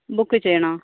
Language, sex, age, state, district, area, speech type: Malayalam, female, 60+, Kerala, Kozhikode, urban, conversation